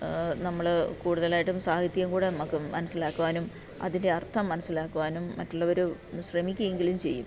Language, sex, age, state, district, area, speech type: Malayalam, female, 45-60, Kerala, Pathanamthitta, rural, spontaneous